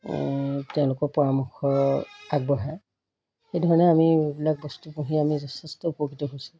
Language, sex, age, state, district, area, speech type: Assamese, female, 45-60, Assam, Golaghat, urban, spontaneous